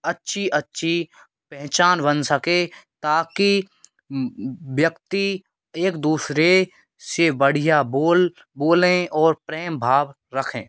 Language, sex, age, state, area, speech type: Hindi, male, 18-30, Rajasthan, rural, spontaneous